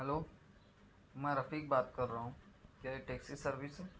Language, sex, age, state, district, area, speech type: Urdu, male, 45-60, Maharashtra, Nashik, urban, spontaneous